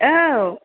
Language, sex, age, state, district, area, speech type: Bodo, female, 45-60, Assam, Chirang, rural, conversation